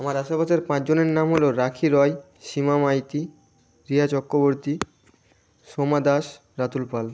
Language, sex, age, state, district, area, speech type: Bengali, male, 18-30, West Bengal, Nadia, rural, spontaneous